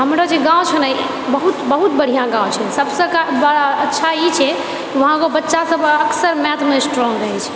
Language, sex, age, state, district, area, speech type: Maithili, female, 18-30, Bihar, Purnia, rural, spontaneous